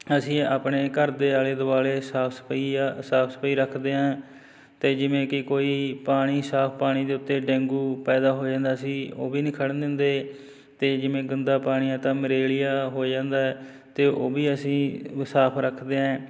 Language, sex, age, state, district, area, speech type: Punjabi, male, 30-45, Punjab, Fatehgarh Sahib, rural, spontaneous